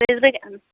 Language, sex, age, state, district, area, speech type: Kashmiri, female, 18-30, Jammu and Kashmir, Bandipora, rural, conversation